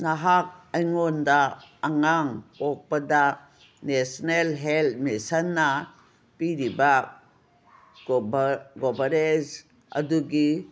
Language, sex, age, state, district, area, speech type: Manipuri, female, 60+, Manipur, Kangpokpi, urban, read